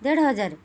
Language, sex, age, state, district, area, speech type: Odia, female, 45-60, Odisha, Kendrapara, urban, spontaneous